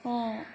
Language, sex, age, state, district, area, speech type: Assamese, female, 18-30, Assam, Tinsukia, urban, spontaneous